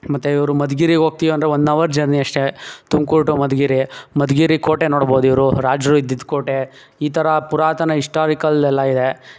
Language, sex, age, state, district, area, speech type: Kannada, male, 30-45, Karnataka, Tumkur, rural, spontaneous